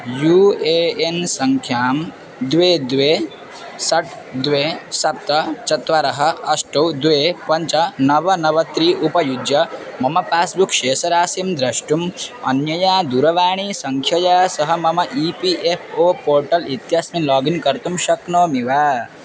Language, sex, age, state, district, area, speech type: Sanskrit, male, 18-30, Assam, Dhemaji, rural, read